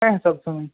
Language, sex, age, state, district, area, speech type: Bengali, male, 18-30, West Bengal, Purba Medinipur, rural, conversation